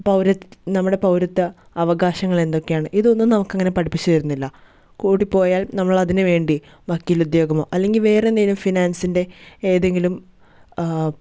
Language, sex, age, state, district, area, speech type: Malayalam, female, 18-30, Kerala, Thrissur, rural, spontaneous